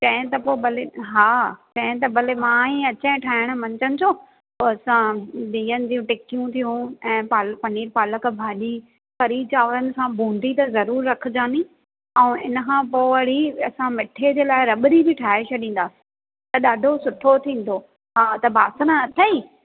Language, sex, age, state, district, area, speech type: Sindhi, female, 30-45, Maharashtra, Thane, urban, conversation